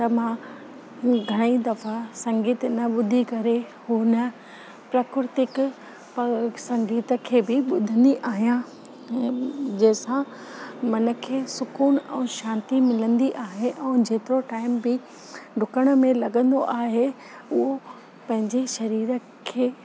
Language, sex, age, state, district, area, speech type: Sindhi, female, 30-45, Gujarat, Kutch, rural, spontaneous